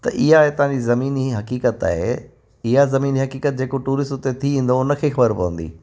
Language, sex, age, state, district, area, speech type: Sindhi, male, 45-60, Gujarat, Kutch, urban, spontaneous